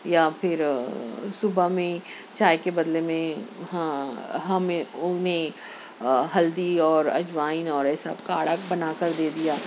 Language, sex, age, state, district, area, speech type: Urdu, female, 30-45, Maharashtra, Nashik, urban, spontaneous